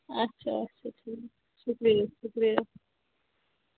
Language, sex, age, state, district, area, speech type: Kashmiri, female, 18-30, Jammu and Kashmir, Budgam, rural, conversation